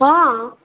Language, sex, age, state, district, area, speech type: Gujarati, male, 60+, Gujarat, Aravalli, urban, conversation